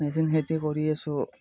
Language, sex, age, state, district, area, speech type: Assamese, male, 30-45, Assam, Darrang, rural, spontaneous